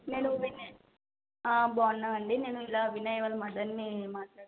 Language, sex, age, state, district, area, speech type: Telugu, female, 30-45, Andhra Pradesh, Eluru, rural, conversation